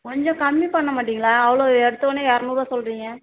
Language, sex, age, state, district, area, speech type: Tamil, female, 45-60, Tamil Nadu, Tiruvannamalai, rural, conversation